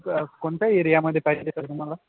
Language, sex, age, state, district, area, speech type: Marathi, male, 18-30, Maharashtra, Ahmednagar, rural, conversation